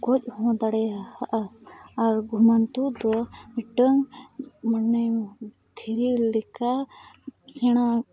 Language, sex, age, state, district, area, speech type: Santali, female, 18-30, Jharkhand, Seraikela Kharsawan, rural, spontaneous